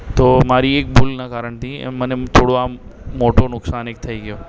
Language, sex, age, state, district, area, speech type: Gujarati, male, 18-30, Gujarat, Aravalli, urban, spontaneous